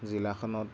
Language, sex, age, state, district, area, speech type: Assamese, male, 18-30, Assam, Lakhimpur, rural, spontaneous